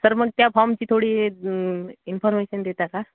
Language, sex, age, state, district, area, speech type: Marathi, male, 18-30, Maharashtra, Gadchiroli, rural, conversation